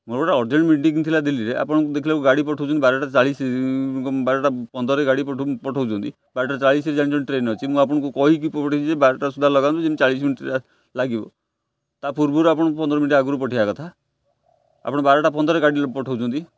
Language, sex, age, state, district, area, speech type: Odia, male, 45-60, Odisha, Jagatsinghpur, urban, spontaneous